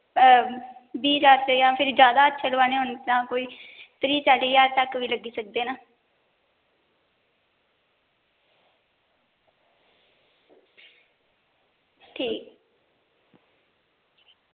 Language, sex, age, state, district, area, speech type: Dogri, female, 18-30, Jammu and Kashmir, Kathua, rural, conversation